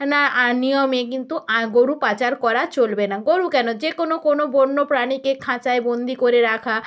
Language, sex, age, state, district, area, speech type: Bengali, female, 30-45, West Bengal, North 24 Parganas, rural, spontaneous